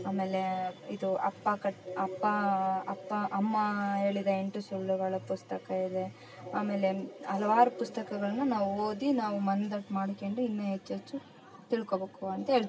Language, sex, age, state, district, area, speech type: Kannada, female, 30-45, Karnataka, Vijayanagara, rural, spontaneous